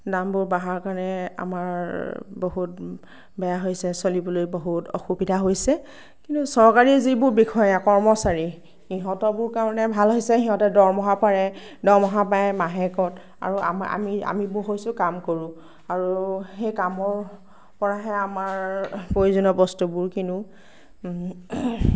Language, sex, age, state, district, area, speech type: Assamese, female, 18-30, Assam, Darrang, rural, spontaneous